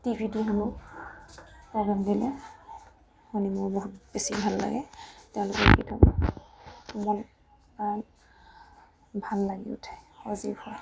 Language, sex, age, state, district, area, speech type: Assamese, female, 18-30, Assam, Jorhat, urban, spontaneous